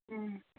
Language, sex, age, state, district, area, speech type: Manipuri, female, 45-60, Manipur, Kangpokpi, urban, conversation